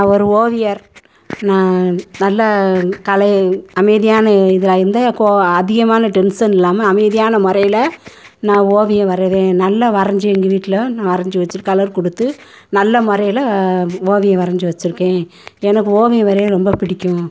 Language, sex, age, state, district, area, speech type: Tamil, female, 60+, Tamil Nadu, Madurai, urban, spontaneous